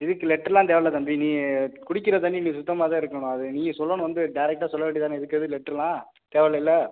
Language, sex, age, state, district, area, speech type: Tamil, male, 18-30, Tamil Nadu, Sivaganga, rural, conversation